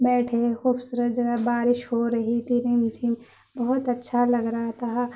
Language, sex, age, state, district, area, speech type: Urdu, female, 30-45, Telangana, Hyderabad, urban, spontaneous